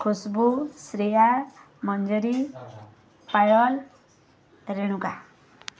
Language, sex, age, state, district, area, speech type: Odia, female, 18-30, Odisha, Subarnapur, urban, spontaneous